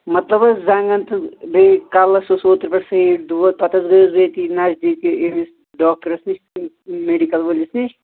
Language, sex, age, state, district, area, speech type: Kashmiri, male, 60+, Jammu and Kashmir, Srinagar, urban, conversation